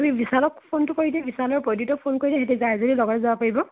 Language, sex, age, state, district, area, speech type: Assamese, female, 18-30, Assam, Dibrugarh, rural, conversation